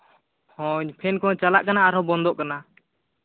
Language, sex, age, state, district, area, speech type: Santali, male, 18-30, Jharkhand, East Singhbhum, rural, conversation